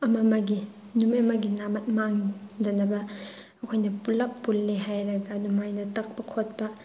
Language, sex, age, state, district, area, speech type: Manipuri, female, 30-45, Manipur, Chandel, rural, spontaneous